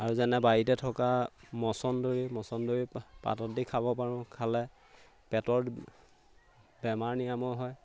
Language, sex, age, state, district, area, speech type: Assamese, male, 30-45, Assam, Majuli, urban, spontaneous